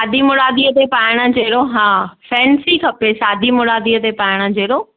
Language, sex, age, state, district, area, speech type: Sindhi, female, 30-45, Maharashtra, Thane, urban, conversation